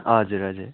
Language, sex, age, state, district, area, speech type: Nepali, male, 18-30, West Bengal, Kalimpong, rural, conversation